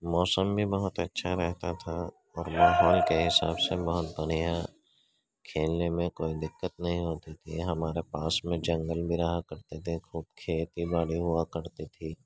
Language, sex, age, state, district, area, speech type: Urdu, male, 45-60, Uttar Pradesh, Gautam Buddha Nagar, rural, spontaneous